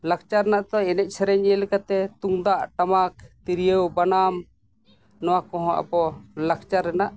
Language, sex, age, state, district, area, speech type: Santali, male, 45-60, Jharkhand, East Singhbhum, rural, spontaneous